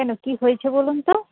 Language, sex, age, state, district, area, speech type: Bengali, female, 60+, West Bengal, Jhargram, rural, conversation